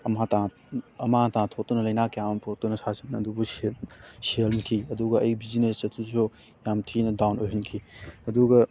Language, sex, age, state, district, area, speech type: Manipuri, male, 18-30, Manipur, Thoubal, rural, spontaneous